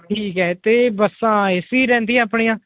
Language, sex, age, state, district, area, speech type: Punjabi, male, 18-30, Punjab, Ludhiana, urban, conversation